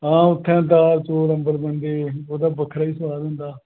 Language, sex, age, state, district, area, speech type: Dogri, male, 18-30, Jammu and Kashmir, Kathua, rural, conversation